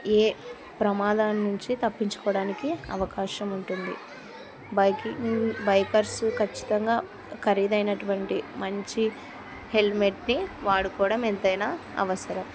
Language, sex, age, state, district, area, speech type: Telugu, female, 45-60, Andhra Pradesh, Kurnool, rural, spontaneous